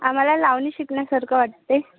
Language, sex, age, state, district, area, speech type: Marathi, female, 18-30, Maharashtra, Wardha, urban, conversation